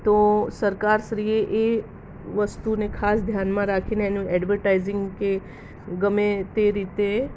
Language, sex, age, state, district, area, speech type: Gujarati, female, 30-45, Gujarat, Ahmedabad, urban, spontaneous